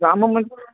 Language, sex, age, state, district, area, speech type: Sanskrit, male, 30-45, Karnataka, Vijayapura, urban, conversation